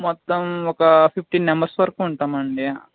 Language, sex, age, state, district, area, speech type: Telugu, male, 30-45, Andhra Pradesh, Anakapalli, rural, conversation